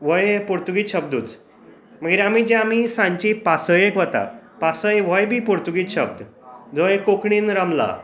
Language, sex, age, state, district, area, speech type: Goan Konkani, male, 30-45, Goa, Tiswadi, rural, spontaneous